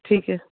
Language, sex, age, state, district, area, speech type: Punjabi, female, 30-45, Punjab, Shaheed Bhagat Singh Nagar, urban, conversation